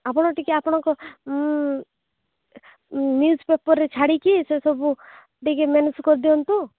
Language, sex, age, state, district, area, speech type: Odia, female, 45-60, Odisha, Nabarangpur, rural, conversation